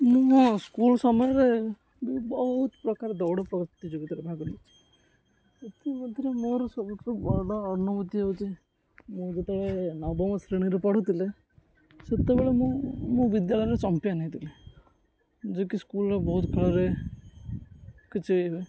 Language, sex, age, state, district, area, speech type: Odia, male, 18-30, Odisha, Jagatsinghpur, rural, spontaneous